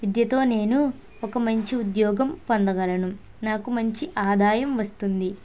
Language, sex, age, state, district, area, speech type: Telugu, female, 18-30, Andhra Pradesh, Kakinada, rural, spontaneous